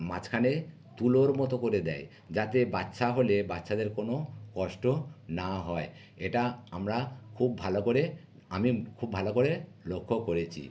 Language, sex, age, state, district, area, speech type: Bengali, male, 60+, West Bengal, North 24 Parganas, urban, spontaneous